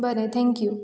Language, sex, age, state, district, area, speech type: Goan Konkani, female, 18-30, Goa, Canacona, rural, spontaneous